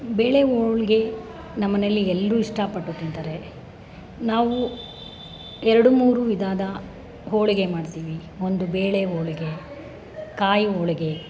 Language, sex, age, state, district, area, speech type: Kannada, male, 30-45, Karnataka, Bangalore Rural, rural, spontaneous